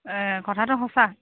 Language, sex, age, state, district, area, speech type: Assamese, female, 30-45, Assam, Sivasagar, rural, conversation